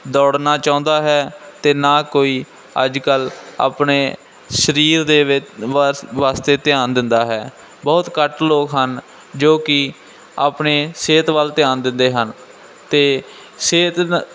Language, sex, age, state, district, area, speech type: Punjabi, male, 18-30, Punjab, Firozpur, urban, spontaneous